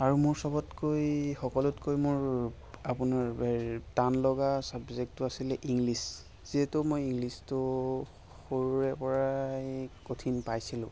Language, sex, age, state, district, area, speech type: Assamese, male, 30-45, Assam, Biswanath, rural, spontaneous